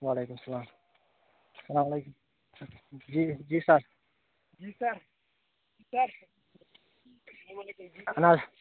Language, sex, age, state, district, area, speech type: Kashmiri, male, 45-60, Jammu and Kashmir, Baramulla, rural, conversation